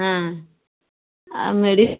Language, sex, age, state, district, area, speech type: Odia, female, 60+, Odisha, Kendujhar, urban, conversation